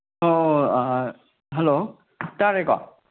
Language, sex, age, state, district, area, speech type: Manipuri, male, 30-45, Manipur, Kangpokpi, urban, conversation